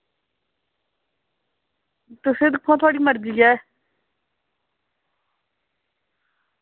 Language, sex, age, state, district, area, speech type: Dogri, female, 30-45, Jammu and Kashmir, Samba, rural, conversation